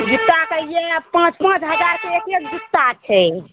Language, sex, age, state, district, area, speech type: Maithili, female, 18-30, Bihar, Araria, urban, conversation